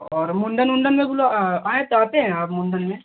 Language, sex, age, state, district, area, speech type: Hindi, male, 18-30, Uttar Pradesh, Jaunpur, rural, conversation